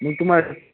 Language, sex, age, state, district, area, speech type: Marathi, male, 18-30, Maharashtra, Nanded, urban, conversation